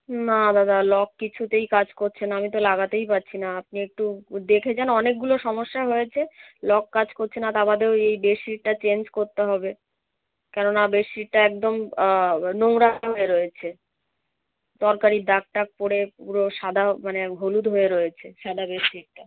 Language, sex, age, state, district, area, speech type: Bengali, female, 30-45, West Bengal, South 24 Parganas, rural, conversation